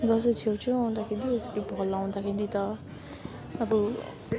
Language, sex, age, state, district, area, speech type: Nepali, female, 30-45, West Bengal, Darjeeling, rural, spontaneous